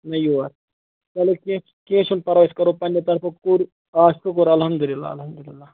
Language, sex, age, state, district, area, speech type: Kashmiri, male, 30-45, Jammu and Kashmir, Ganderbal, rural, conversation